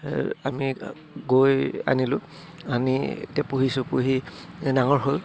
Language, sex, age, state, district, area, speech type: Assamese, male, 30-45, Assam, Udalguri, rural, spontaneous